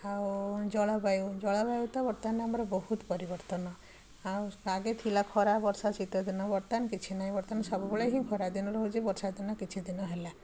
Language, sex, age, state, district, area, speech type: Odia, female, 45-60, Odisha, Puri, urban, spontaneous